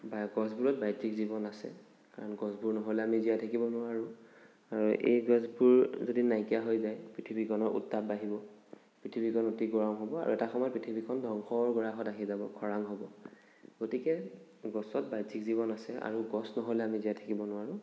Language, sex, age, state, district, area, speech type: Assamese, male, 18-30, Assam, Nagaon, rural, spontaneous